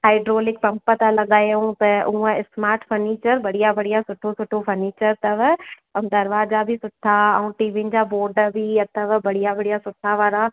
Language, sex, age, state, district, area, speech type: Sindhi, female, 30-45, Madhya Pradesh, Katni, urban, conversation